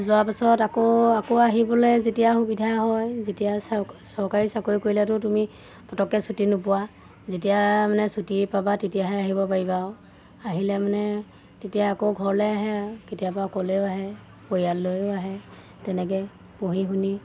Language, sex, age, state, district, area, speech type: Assamese, female, 30-45, Assam, Golaghat, rural, spontaneous